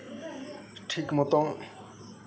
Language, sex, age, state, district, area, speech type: Santali, male, 30-45, West Bengal, Birbhum, rural, spontaneous